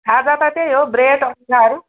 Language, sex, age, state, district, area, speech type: Nepali, female, 45-60, West Bengal, Jalpaiguri, urban, conversation